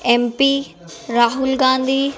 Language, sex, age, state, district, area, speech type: Urdu, female, 18-30, Bihar, Gaya, urban, spontaneous